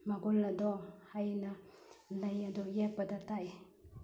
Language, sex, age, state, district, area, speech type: Manipuri, female, 30-45, Manipur, Bishnupur, rural, spontaneous